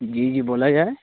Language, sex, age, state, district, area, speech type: Urdu, male, 18-30, Bihar, Saharsa, rural, conversation